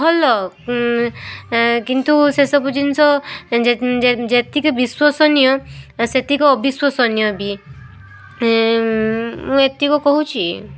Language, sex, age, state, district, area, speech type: Odia, female, 18-30, Odisha, Balasore, rural, spontaneous